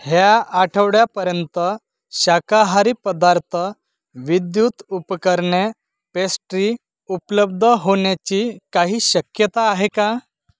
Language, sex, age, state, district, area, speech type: Marathi, male, 30-45, Maharashtra, Gadchiroli, rural, read